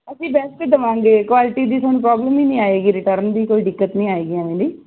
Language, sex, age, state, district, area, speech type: Punjabi, female, 18-30, Punjab, Fazilka, rural, conversation